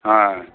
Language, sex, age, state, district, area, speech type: Bengali, male, 60+, West Bengal, Darjeeling, rural, conversation